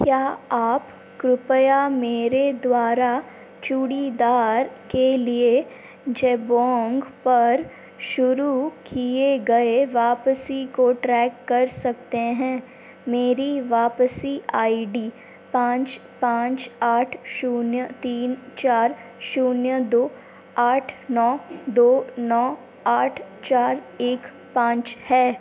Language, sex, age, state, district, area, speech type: Hindi, female, 18-30, Madhya Pradesh, Seoni, urban, read